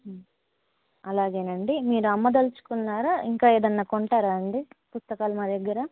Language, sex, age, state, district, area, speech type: Telugu, female, 18-30, Andhra Pradesh, Palnadu, rural, conversation